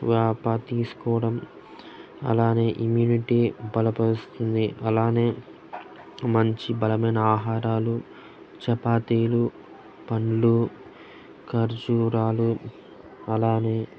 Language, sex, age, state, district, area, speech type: Telugu, male, 18-30, Andhra Pradesh, Nellore, rural, spontaneous